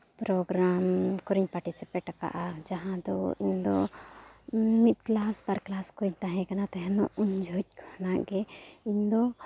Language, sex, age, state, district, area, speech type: Santali, female, 30-45, Jharkhand, Seraikela Kharsawan, rural, spontaneous